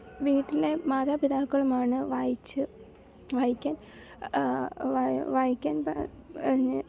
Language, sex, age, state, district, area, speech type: Malayalam, female, 18-30, Kerala, Alappuzha, rural, spontaneous